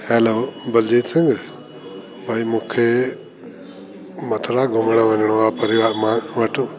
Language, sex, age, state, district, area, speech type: Sindhi, male, 60+, Delhi, South Delhi, urban, spontaneous